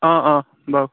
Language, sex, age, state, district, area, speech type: Assamese, male, 30-45, Assam, Lakhimpur, rural, conversation